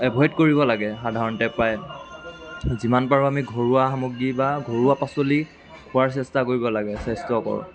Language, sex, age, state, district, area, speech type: Assamese, male, 45-60, Assam, Lakhimpur, rural, spontaneous